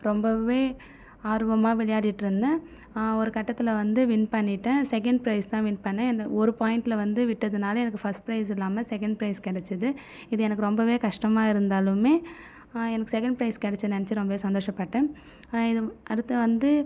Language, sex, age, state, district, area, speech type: Tamil, female, 18-30, Tamil Nadu, Viluppuram, rural, spontaneous